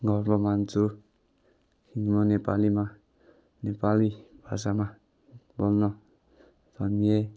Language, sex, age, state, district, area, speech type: Nepali, male, 18-30, West Bengal, Darjeeling, rural, spontaneous